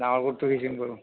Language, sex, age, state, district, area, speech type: Assamese, male, 60+, Assam, Darrang, rural, conversation